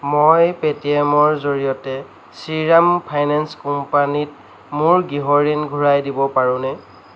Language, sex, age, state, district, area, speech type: Assamese, male, 45-60, Assam, Lakhimpur, rural, read